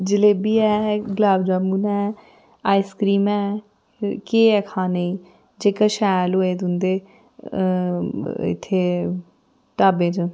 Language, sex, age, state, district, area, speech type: Dogri, female, 30-45, Jammu and Kashmir, Reasi, rural, spontaneous